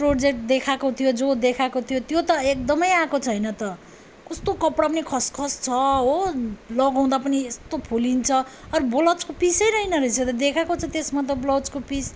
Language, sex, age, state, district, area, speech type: Nepali, female, 30-45, West Bengal, Darjeeling, rural, spontaneous